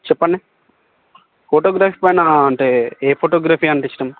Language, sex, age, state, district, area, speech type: Telugu, male, 18-30, Telangana, Nirmal, rural, conversation